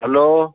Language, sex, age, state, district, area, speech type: Sindhi, male, 45-60, Maharashtra, Thane, urban, conversation